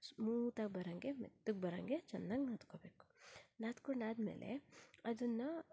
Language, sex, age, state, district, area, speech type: Kannada, female, 30-45, Karnataka, Shimoga, rural, spontaneous